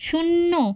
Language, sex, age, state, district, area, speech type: Bengali, female, 30-45, West Bengal, Hooghly, urban, read